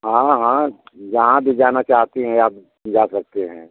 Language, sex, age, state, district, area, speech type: Hindi, male, 60+, Uttar Pradesh, Mau, rural, conversation